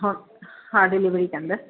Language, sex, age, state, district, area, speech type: Sindhi, female, 45-60, Uttar Pradesh, Lucknow, rural, conversation